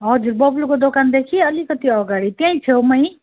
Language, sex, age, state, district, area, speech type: Nepali, female, 30-45, West Bengal, Darjeeling, rural, conversation